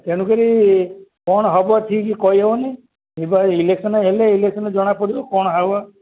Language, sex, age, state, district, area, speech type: Odia, male, 60+, Odisha, Jagatsinghpur, rural, conversation